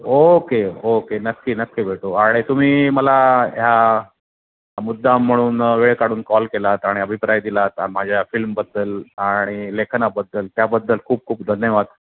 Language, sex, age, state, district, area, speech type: Marathi, male, 45-60, Maharashtra, Sindhudurg, rural, conversation